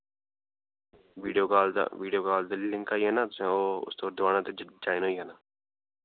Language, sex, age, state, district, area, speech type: Dogri, male, 30-45, Jammu and Kashmir, Udhampur, rural, conversation